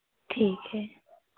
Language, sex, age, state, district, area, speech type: Hindi, female, 45-60, Uttar Pradesh, Pratapgarh, rural, conversation